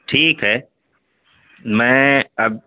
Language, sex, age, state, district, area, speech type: Urdu, male, 18-30, Bihar, Purnia, rural, conversation